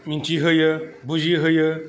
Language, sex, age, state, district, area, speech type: Bodo, male, 45-60, Assam, Chirang, rural, spontaneous